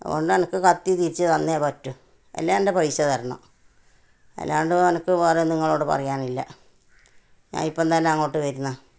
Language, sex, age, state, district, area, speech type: Malayalam, female, 60+, Kerala, Kannur, rural, spontaneous